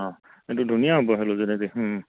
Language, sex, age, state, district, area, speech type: Assamese, male, 30-45, Assam, Goalpara, urban, conversation